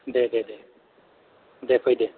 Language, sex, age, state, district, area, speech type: Bodo, male, 30-45, Assam, Chirang, rural, conversation